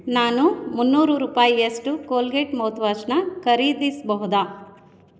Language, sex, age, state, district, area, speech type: Kannada, female, 30-45, Karnataka, Chikkaballapur, rural, read